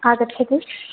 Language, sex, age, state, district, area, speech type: Sanskrit, female, 18-30, Kerala, Palakkad, rural, conversation